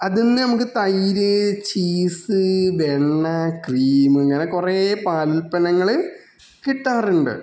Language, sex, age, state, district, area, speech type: Malayalam, male, 45-60, Kerala, Malappuram, rural, spontaneous